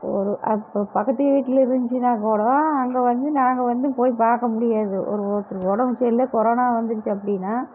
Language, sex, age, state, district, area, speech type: Tamil, female, 60+, Tamil Nadu, Erode, urban, spontaneous